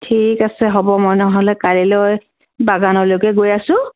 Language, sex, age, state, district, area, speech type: Assamese, female, 60+, Assam, Dhemaji, urban, conversation